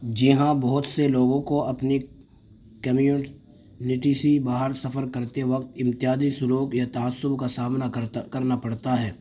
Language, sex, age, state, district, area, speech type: Urdu, male, 18-30, Uttar Pradesh, Saharanpur, urban, spontaneous